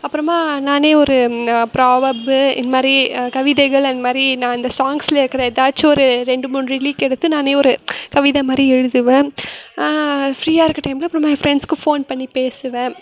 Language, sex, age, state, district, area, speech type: Tamil, female, 18-30, Tamil Nadu, Krishnagiri, rural, spontaneous